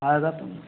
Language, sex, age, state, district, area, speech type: Hindi, male, 60+, Bihar, Samastipur, urban, conversation